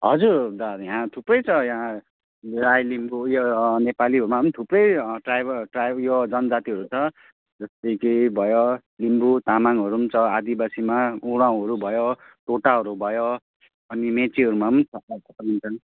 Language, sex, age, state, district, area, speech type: Nepali, male, 30-45, West Bengal, Alipurduar, urban, conversation